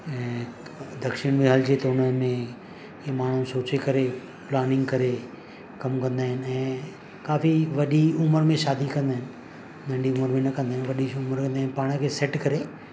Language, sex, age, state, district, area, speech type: Sindhi, male, 45-60, Maharashtra, Mumbai Suburban, urban, spontaneous